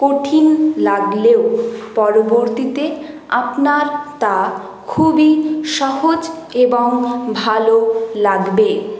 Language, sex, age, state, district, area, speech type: Bengali, female, 60+, West Bengal, Paschim Bardhaman, urban, spontaneous